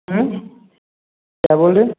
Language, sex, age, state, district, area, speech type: Hindi, male, 45-60, Rajasthan, Jodhpur, urban, conversation